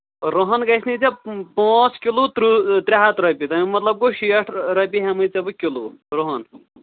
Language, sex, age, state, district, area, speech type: Kashmiri, male, 30-45, Jammu and Kashmir, Anantnag, rural, conversation